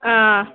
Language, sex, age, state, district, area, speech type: Kashmiri, male, 18-30, Jammu and Kashmir, Kulgam, rural, conversation